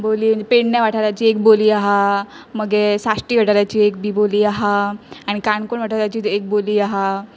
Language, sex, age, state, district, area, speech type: Goan Konkani, female, 18-30, Goa, Pernem, rural, spontaneous